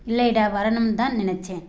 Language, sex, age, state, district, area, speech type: Tamil, female, 30-45, Tamil Nadu, Tirupattur, rural, read